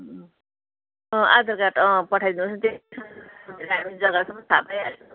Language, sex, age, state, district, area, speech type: Nepali, female, 60+, West Bengal, Kalimpong, rural, conversation